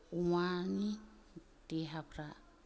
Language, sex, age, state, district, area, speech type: Bodo, female, 60+, Assam, Kokrajhar, urban, spontaneous